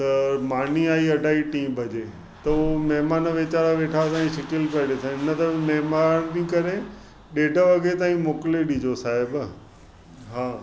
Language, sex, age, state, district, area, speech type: Sindhi, male, 45-60, Maharashtra, Mumbai Suburban, urban, spontaneous